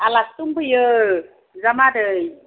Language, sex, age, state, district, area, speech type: Bodo, female, 60+, Assam, Chirang, rural, conversation